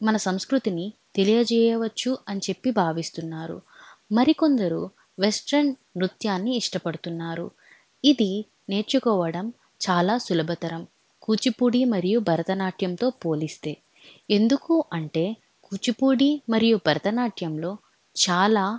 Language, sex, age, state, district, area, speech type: Telugu, female, 18-30, Andhra Pradesh, Alluri Sitarama Raju, urban, spontaneous